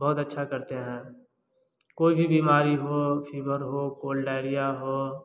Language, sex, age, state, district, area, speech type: Hindi, male, 18-30, Bihar, Samastipur, rural, spontaneous